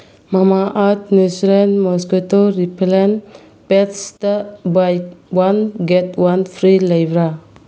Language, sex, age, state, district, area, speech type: Manipuri, female, 30-45, Manipur, Bishnupur, rural, read